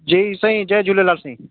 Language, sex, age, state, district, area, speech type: Sindhi, male, 45-60, Delhi, South Delhi, urban, conversation